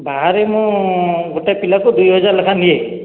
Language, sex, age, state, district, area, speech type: Odia, male, 18-30, Odisha, Khordha, rural, conversation